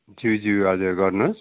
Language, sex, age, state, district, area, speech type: Nepali, male, 45-60, West Bengal, Darjeeling, rural, conversation